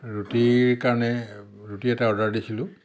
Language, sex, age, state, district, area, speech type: Assamese, male, 60+, Assam, Dhemaji, urban, spontaneous